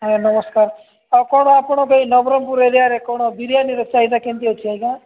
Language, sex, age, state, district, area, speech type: Odia, male, 45-60, Odisha, Nabarangpur, rural, conversation